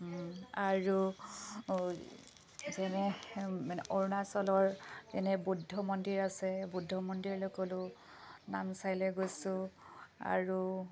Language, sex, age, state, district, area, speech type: Assamese, female, 30-45, Assam, Kamrup Metropolitan, urban, spontaneous